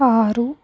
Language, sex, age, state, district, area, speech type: Telugu, female, 18-30, Telangana, Medchal, urban, read